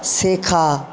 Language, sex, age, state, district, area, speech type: Bengali, male, 45-60, West Bengal, Paschim Medinipur, rural, read